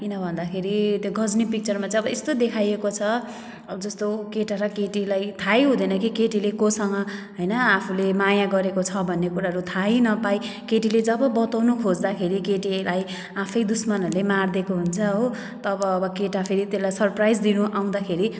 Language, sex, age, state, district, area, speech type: Nepali, female, 30-45, West Bengal, Jalpaiguri, rural, spontaneous